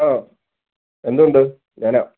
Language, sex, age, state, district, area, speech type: Malayalam, male, 18-30, Kerala, Pathanamthitta, rural, conversation